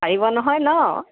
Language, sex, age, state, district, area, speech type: Assamese, female, 45-60, Assam, Nagaon, rural, conversation